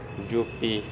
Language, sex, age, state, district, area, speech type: Punjabi, male, 45-60, Punjab, Gurdaspur, urban, spontaneous